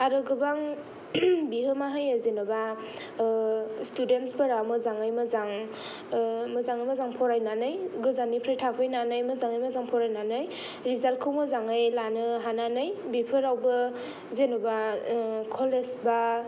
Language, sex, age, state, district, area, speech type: Bodo, female, 18-30, Assam, Kokrajhar, rural, spontaneous